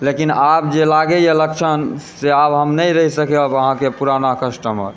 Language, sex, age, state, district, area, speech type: Maithili, male, 18-30, Bihar, Supaul, rural, spontaneous